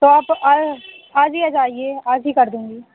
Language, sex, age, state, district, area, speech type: Hindi, female, 18-30, Madhya Pradesh, Hoshangabad, rural, conversation